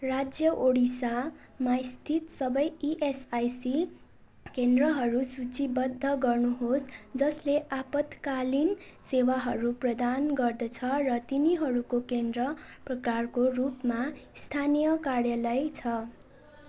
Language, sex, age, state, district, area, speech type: Nepali, female, 18-30, West Bengal, Darjeeling, rural, read